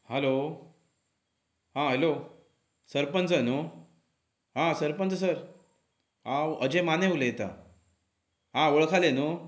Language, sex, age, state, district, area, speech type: Goan Konkani, male, 30-45, Goa, Pernem, rural, spontaneous